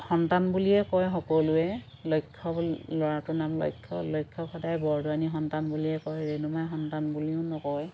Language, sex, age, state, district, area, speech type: Assamese, female, 45-60, Assam, Lakhimpur, rural, spontaneous